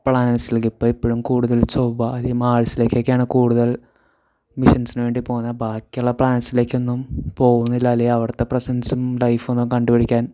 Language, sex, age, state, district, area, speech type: Malayalam, male, 18-30, Kerala, Thrissur, rural, spontaneous